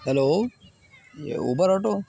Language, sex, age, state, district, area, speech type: Urdu, male, 30-45, Uttar Pradesh, Lucknow, urban, spontaneous